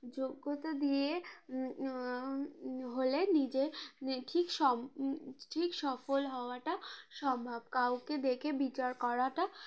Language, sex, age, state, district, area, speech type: Bengali, female, 18-30, West Bengal, Uttar Dinajpur, urban, spontaneous